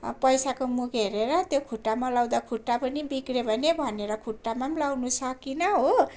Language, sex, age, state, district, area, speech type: Nepali, female, 45-60, West Bengal, Darjeeling, rural, spontaneous